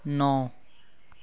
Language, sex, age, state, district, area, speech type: Punjabi, male, 18-30, Punjab, Fatehgarh Sahib, rural, read